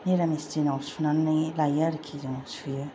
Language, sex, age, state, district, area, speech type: Bodo, female, 30-45, Assam, Kokrajhar, rural, spontaneous